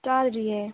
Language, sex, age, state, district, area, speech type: Manipuri, female, 18-30, Manipur, Tengnoupal, urban, conversation